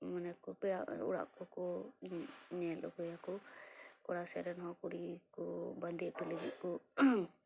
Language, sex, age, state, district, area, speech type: Santali, female, 18-30, West Bengal, Purba Bardhaman, rural, spontaneous